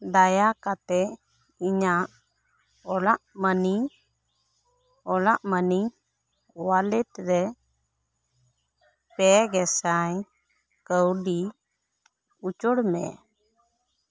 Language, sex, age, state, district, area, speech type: Santali, female, 30-45, West Bengal, Bankura, rural, read